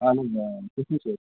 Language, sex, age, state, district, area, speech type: Kashmiri, male, 30-45, Jammu and Kashmir, Bandipora, rural, conversation